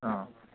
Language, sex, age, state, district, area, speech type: Bodo, male, 18-30, Assam, Kokrajhar, rural, conversation